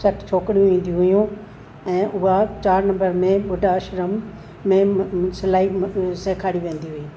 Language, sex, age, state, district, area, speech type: Sindhi, female, 60+, Maharashtra, Thane, urban, spontaneous